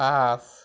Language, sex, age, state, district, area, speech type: Assamese, male, 45-60, Assam, Majuli, rural, read